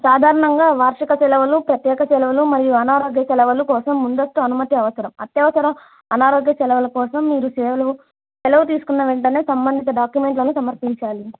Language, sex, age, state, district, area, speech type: Telugu, female, 18-30, Andhra Pradesh, Sri Satya Sai, urban, conversation